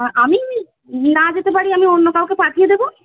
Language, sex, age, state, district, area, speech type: Bengali, female, 30-45, West Bengal, Howrah, urban, conversation